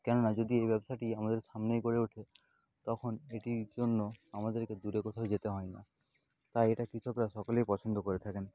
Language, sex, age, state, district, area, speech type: Bengali, male, 30-45, West Bengal, Nadia, rural, spontaneous